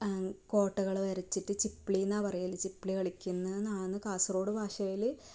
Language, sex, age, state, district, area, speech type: Malayalam, female, 18-30, Kerala, Kasaragod, rural, spontaneous